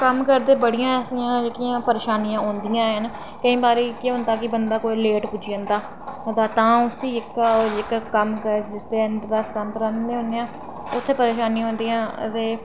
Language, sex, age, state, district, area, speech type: Dogri, female, 30-45, Jammu and Kashmir, Reasi, rural, spontaneous